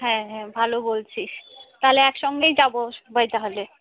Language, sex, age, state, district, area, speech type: Bengali, female, 30-45, West Bengal, Alipurduar, rural, conversation